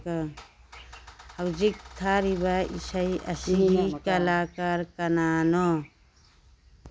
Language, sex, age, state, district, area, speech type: Manipuri, female, 60+, Manipur, Churachandpur, urban, read